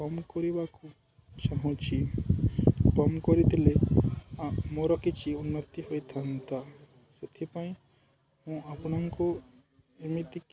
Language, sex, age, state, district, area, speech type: Odia, male, 18-30, Odisha, Balangir, urban, spontaneous